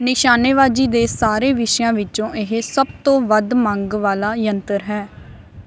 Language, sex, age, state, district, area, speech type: Punjabi, female, 18-30, Punjab, Barnala, rural, read